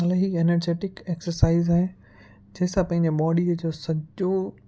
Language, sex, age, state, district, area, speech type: Sindhi, male, 30-45, Gujarat, Kutch, urban, spontaneous